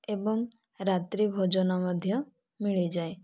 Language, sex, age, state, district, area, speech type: Odia, female, 18-30, Odisha, Kandhamal, rural, spontaneous